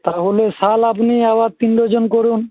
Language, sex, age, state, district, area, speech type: Bengali, male, 30-45, West Bengal, Uttar Dinajpur, urban, conversation